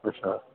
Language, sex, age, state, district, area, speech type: Dogri, female, 30-45, Jammu and Kashmir, Jammu, urban, conversation